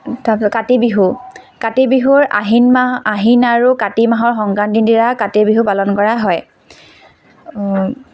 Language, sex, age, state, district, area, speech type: Assamese, female, 18-30, Assam, Tinsukia, urban, spontaneous